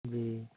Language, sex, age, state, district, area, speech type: Punjabi, male, 18-30, Punjab, Mansa, urban, conversation